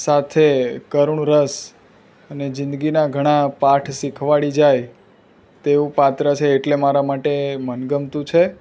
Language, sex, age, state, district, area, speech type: Gujarati, male, 30-45, Gujarat, Surat, urban, spontaneous